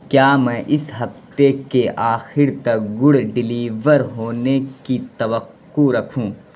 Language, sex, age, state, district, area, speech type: Urdu, male, 18-30, Bihar, Saharsa, rural, read